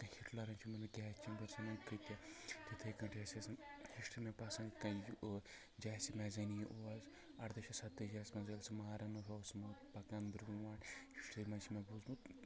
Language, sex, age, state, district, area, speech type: Kashmiri, male, 30-45, Jammu and Kashmir, Anantnag, rural, spontaneous